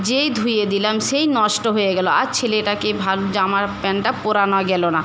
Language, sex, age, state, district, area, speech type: Bengali, female, 45-60, West Bengal, Paschim Medinipur, rural, spontaneous